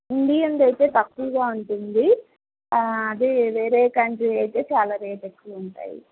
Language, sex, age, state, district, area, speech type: Telugu, female, 30-45, Andhra Pradesh, N T Rama Rao, urban, conversation